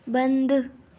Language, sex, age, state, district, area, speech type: Sindhi, female, 18-30, Gujarat, Junagadh, rural, read